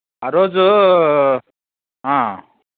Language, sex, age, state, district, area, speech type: Telugu, male, 30-45, Andhra Pradesh, Sri Balaji, rural, conversation